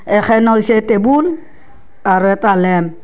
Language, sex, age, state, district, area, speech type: Assamese, female, 30-45, Assam, Barpeta, rural, spontaneous